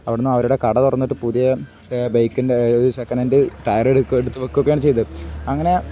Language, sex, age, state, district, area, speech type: Malayalam, male, 18-30, Kerala, Kozhikode, rural, spontaneous